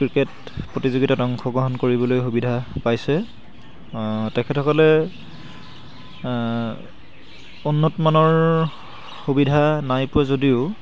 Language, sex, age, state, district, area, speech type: Assamese, male, 18-30, Assam, Charaideo, urban, spontaneous